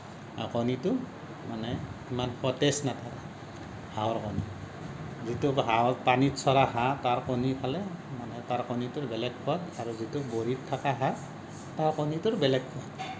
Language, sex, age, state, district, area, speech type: Assamese, male, 45-60, Assam, Kamrup Metropolitan, rural, spontaneous